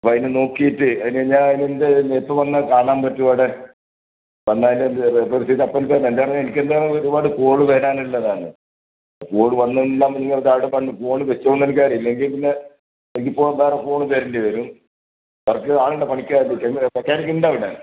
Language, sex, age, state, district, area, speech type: Malayalam, male, 45-60, Kerala, Kasaragod, urban, conversation